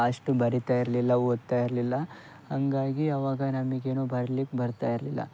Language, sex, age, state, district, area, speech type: Kannada, male, 18-30, Karnataka, Shimoga, rural, spontaneous